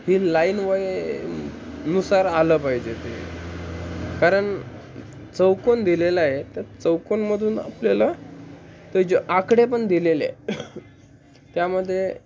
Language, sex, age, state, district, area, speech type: Marathi, male, 18-30, Maharashtra, Ahmednagar, rural, spontaneous